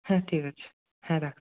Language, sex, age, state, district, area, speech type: Bengali, male, 60+, West Bengal, Paschim Bardhaman, urban, conversation